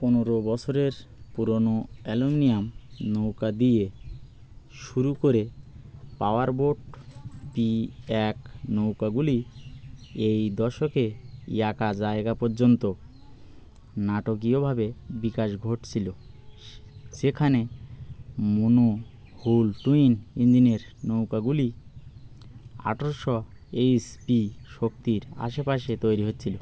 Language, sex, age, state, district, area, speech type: Bengali, male, 30-45, West Bengal, Birbhum, urban, read